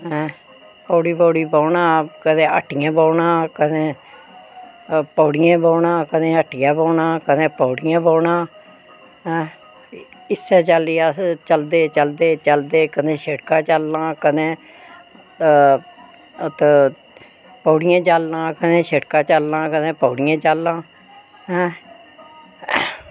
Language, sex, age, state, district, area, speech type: Dogri, female, 60+, Jammu and Kashmir, Reasi, rural, spontaneous